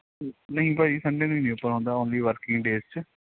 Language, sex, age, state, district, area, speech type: Punjabi, male, 30-45, Punjab, Mohali, urban, conversation